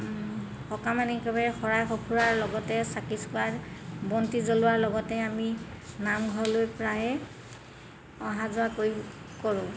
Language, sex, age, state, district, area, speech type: Assamese, female, 60+, Assam, Golaghat, urban, spontaneous